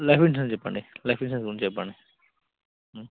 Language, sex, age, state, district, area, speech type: Telugu, male, 45-60, Telangana, Peddapalli, urban, conversation